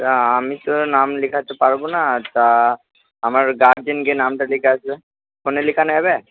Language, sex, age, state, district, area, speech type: Bengali, male, 18-30, West Bengal, Purba Bardhaman, urban, conversation